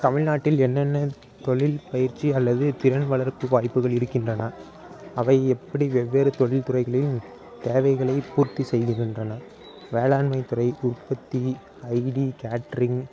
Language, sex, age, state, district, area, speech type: Tamil, male, 18-30, Tamil Nadu, Mayiladuthurai, urban, spontaneous